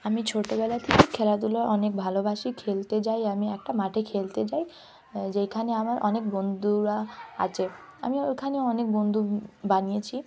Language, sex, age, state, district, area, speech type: Bengali, female, 18-30, West Bengal, Hooghly, urban, spontaneous